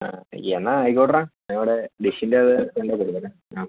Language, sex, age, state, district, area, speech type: Malayalam, male, 18-30, Kerala, Idukki, urban, conversation